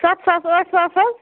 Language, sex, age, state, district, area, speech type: Kashmiri, female, 30-45, Jammu and Kashmir, Budgam, rural, conversation